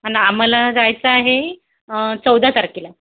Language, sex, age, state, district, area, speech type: Marathi, female, 30-45, Maharashtra, Yavatmal, urban, conversation